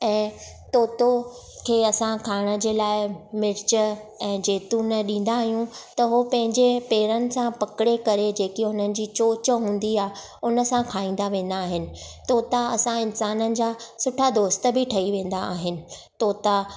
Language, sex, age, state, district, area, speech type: Sindhi, female, 30-45, Maharashtra, Thane, urban, spontaneous